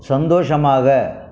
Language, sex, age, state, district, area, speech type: Tamil, male, 60+, Tamil Nadu, Krishnagiri, rural, read